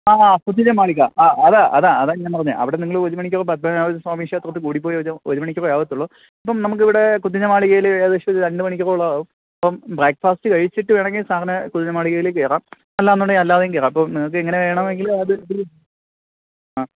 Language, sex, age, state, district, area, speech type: Malayalam, male, 30-45, Kerala, Thiruvananthapuram, urban, conversation